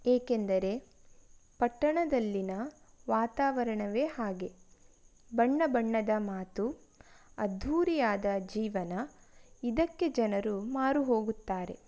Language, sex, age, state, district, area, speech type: Kannada, female, 18-30, Karnataka, Tumkur, rural, spontaneous